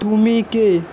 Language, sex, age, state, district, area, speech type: Bengali, male, 18-30, West Bengal, Paschim Medinipur, rural, read